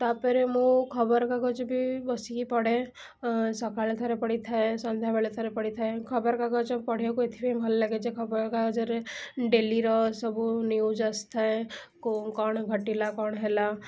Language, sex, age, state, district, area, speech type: Odia, female, 18-30, Odisha, Cuttack, urban, spontaneous